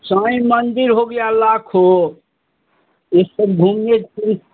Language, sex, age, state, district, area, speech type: Hindi, male, 60+, Bihar, Begusarai, rural, conversation